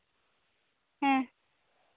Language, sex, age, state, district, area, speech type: Santali, female, 18-30, West Bengal, Bankura, rural, conversation